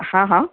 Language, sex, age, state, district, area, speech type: Gujarati, female, 45-60, Gujarat, Surat, urban, conversation